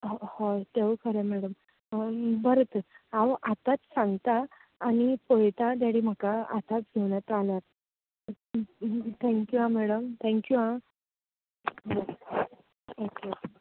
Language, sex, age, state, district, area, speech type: Goan Konkani, female, 30-45, Goa, Ponda, rural, conversation